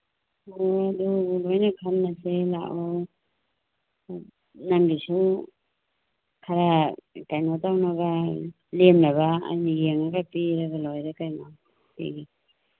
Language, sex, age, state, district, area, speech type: Manipuri, female, 45-60, Manipur, Churachandpur, rural, conversation